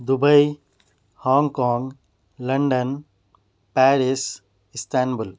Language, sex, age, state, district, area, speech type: Urdu, male, 30-45, Telangana, Hyderabad, urban, spontaneous